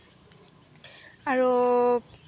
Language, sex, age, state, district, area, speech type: Assamese, female, 60+, Assam, Nagaon, rural, spontaneous